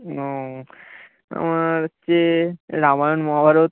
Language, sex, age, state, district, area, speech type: Bengali, male, 18-30, West Bengal, Uttar Dinajpur, urban, conversation